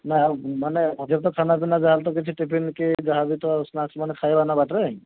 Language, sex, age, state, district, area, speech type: Odia, male, 30-45, Odisha, Kandhamal, rural, conversation